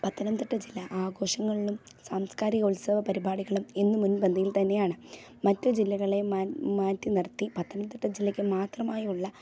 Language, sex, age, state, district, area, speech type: Malayalam, female, 18-30, Kerala, Pathanamthitta, rural, spontaneous